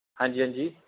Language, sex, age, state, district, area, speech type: Dogri, male, 18-30, Jammu and Kashmir, Samba, urban, conversation